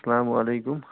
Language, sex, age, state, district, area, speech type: Kashmiri, male, 30-45, Jammu and Kashmir, Srinagar, urban, conversation